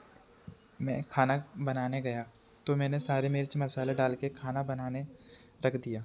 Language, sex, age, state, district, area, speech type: Hindi, male, 30-45, Madhya Pradesh, Betul, urban, spontaneous